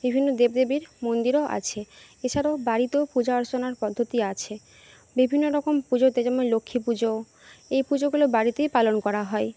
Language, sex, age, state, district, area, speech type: Bengali, female, 30-45, West Bengal, Jhargram, rural, spontaneous